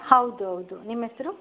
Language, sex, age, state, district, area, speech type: Kannada, female, 45-60, Karnataka, Davanagere, rural, conversation